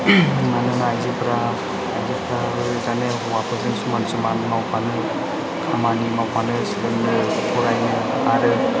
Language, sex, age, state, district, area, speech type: Bodo, male, 18-30, Assam, Chirang, rural, spontaneous